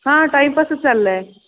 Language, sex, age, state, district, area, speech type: Marathi, female, 18-30, Maharashtra, Buldhana, rural, conversation